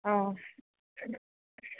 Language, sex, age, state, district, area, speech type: Assamese, female, 30-45, Assam, Udalguri, rural, conversation